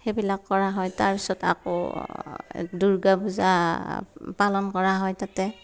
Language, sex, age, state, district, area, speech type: Assamese, female, 60+, Assam, Darrang, rural, spontaneous